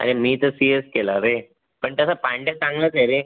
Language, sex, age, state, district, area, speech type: Marathi, male, 18-30, Maharashtra, Raigad, urban, conversation